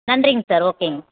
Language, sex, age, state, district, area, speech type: Tamil, female, 45-60, Tamil Nadu, Erode, rural, conversation